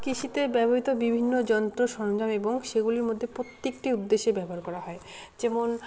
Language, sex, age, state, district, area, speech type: Bengali, female, 18-30, West Bengal, Jalpaiguri, rural, spontaneous